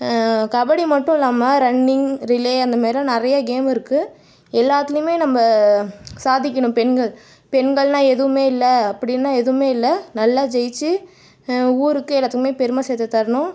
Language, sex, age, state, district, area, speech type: Tamil, female, 18-30, Tamil Nadu, Tiruchirappalli, rural, spontaneous